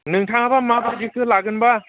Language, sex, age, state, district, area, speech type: Bodo, male, 30-45, Assam, Baksa, urban, conversation